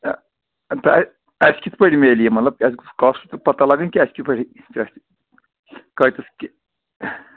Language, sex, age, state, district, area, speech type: Kashmiri, male, 30-45, Jammu and Kashmir, Budgam, rural, conversation